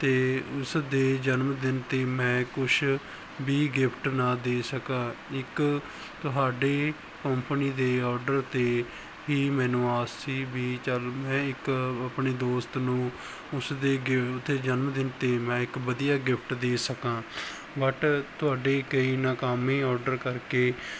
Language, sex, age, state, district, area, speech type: Punjabi, male, 18-30, Punjab, Barnala, rural, spontaneous